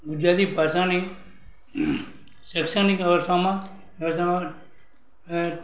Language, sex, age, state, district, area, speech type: Gujarati, male, 60+, Gujarat, Valsad, rural, spontaneous